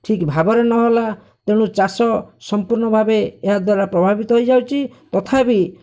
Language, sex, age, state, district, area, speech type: Odia, male, 45-60, Odisha, Bhadrak, rural, spontaneous